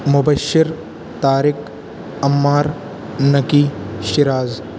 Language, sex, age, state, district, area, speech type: Urdu, male, 18-30, Uttar Pradesh, Aligarh, urban, spontaneous